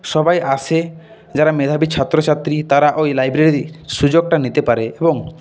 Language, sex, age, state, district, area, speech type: Bengali, male, 30-45, West Bengal, Purulia, urban, spontaneous